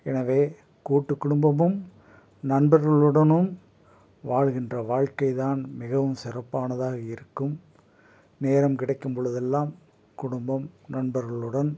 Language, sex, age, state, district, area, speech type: Tamil, male, 45-60, Tamil Nadu, Tiruppur, rural, spontaneous